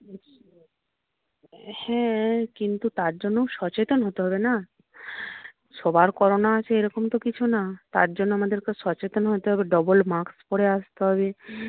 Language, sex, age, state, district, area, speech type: Bengali, female, 45-60, West Bengal, Paschim Medinipur, rural, conversation